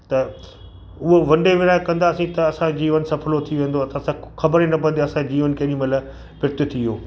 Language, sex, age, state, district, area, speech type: Sindhi, male, 60+, Gujarat, Kutch, urban, spontaneous